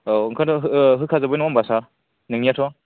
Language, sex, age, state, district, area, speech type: Bodo, male, 18-30, Assam, Kokrajhar, rural, conversation